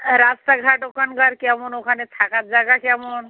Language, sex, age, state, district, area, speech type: Bengali, female, 45-60, West Bengal, North 24 Parganas, rural, conversation